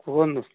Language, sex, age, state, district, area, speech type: Odia, male, 30-45, Odisha, Nayagarh, rural, conversation